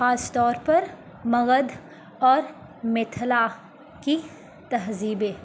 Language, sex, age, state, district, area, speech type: Urdu, female, 18-30, Bihar, Gaya, urban, spontaneous